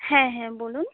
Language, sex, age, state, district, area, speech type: Bengali, female, 30-45, West Bengal, Alipurduar, rural, conversation